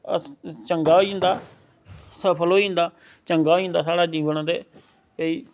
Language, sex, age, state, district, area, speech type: Dogri, male, 30-45, Jammu and Kashmir, Samba, rural, spontaneous